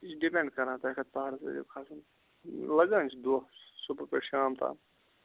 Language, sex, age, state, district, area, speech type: Kashmiri, male, 45-60, Jammu and Kashmir, Bandipora, rural, conversation